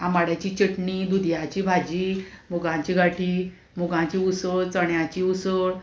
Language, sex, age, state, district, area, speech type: Goan Konkani, female, 45-60, Goa, Murmgao, urban, spontaneous